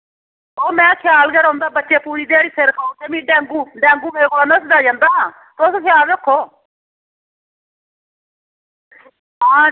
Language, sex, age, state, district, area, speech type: Dogri, female, 60+, Jammu and Kashmir, Reasi, rural, conversation